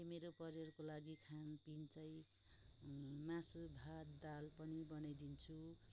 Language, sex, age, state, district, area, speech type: Nepali, female, 30-45, West Bengal, Darjeeling, rural, spontaneous